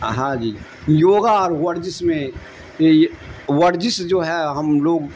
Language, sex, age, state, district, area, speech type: Urdu, male, 60+, Bihar, Darbhanga, rural, spontaneous